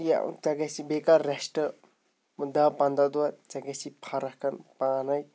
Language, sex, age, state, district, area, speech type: Kashmiri, male, 30-45, Jammu and Kashmir, Shopian, rural, spontaneous